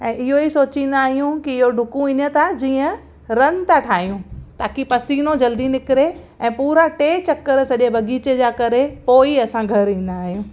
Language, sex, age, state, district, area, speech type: Sindhi, female, 30-45, Gujarat, Kutch, urban, spontaneous